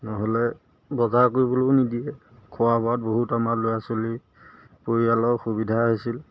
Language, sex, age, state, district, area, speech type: Assamese, male, 30-45, Assam, Majuli, urban, spontaneous